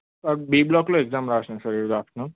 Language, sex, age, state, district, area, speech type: Telugu, male, 18-30, Telangana, Hyderabad, urban, conversation